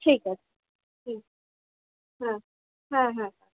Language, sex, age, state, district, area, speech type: Bengali, female, 18-30, West Bengal, Kolkata, urban, conversation